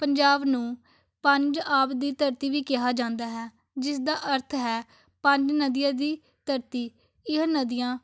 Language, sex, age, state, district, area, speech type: Punjabi, female, 18-30, Punjab, Amritsar, urban, spontaneous